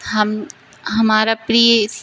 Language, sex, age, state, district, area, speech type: Hindi, female, 18-30, Madhya Pradesh, Narsinghpur, urban, spontaneous